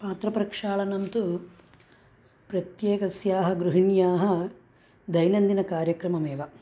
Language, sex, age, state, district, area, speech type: Sanskrit, female, 30-45, Andhra Pradesh, Krishna, urban, spontaneous